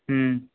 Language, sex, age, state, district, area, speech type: Maithili, male, 18-30, Bihar, Purnia, urban, conversation